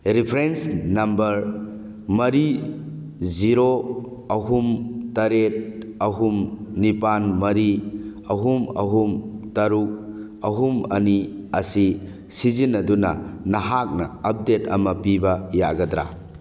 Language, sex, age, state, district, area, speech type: Manipuri, male, 45-60, Manipur, Churachandpur, rural, read